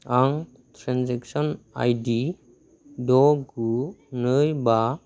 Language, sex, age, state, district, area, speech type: Bodo, male, 18-30, Assam, Kokrajhar, rural, read